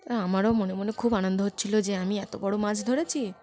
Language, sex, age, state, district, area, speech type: Bengali, female, 18-30, West Bengal, Birbhum, urban, spontaneous